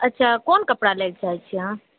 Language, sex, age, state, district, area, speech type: Maithili, female, 45-60, Bihar, Purnia, rural, conversation